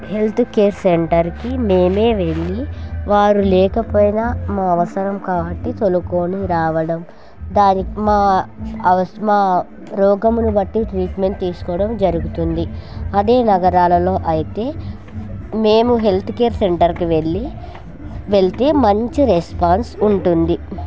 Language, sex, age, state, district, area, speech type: Telugu, female, 30-45, Andhra Pradesh, Kurnool, rural, spontaneous